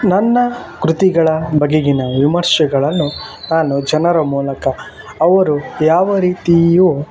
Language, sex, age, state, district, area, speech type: Kannada, male, 18-30, Karnataka, Shimoga, rural, spontaneous